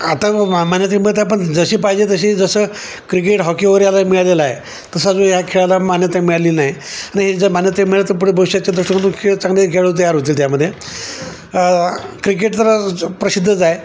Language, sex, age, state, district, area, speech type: Marathi, male, 60+, Maharashtra, Nanded, rural, spontaneous